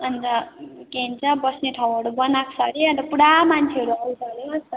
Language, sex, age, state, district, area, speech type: Nepali, female, 18-30, West Bengal, Darjeeling, rural, conversation